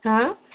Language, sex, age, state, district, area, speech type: Odia, female, 45-60, Odisha, Sundergarh, rural, conversation